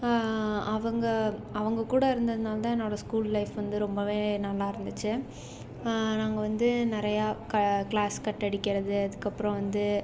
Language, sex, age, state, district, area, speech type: Tamil, female, 18-30, Tamil Nadu, Salem, urban, spontaneous